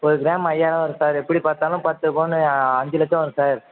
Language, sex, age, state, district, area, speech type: Tamil, female, 18-30, Tamil Nadu, Mayiladuthurai, urban, conversation